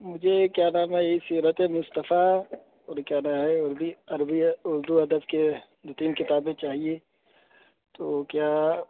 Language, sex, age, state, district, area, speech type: Urdu, male, 18-30, Uttar Pradesh, Muzaffarnagar, urban, conversation